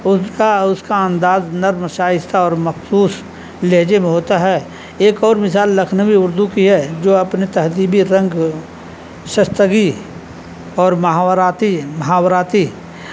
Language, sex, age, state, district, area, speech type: Urdu, male, 60+, Uttar Pradesh, Azamgarh, rural, spontaneous